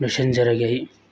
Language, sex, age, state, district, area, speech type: Manipuri, male, 45-60, Manipur, Bishnupur, rural, spontaneous